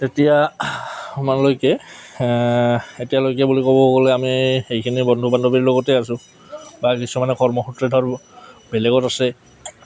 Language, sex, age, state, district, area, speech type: Assamese, female, 30-45, Assam, Goalpara, rural, spontaneous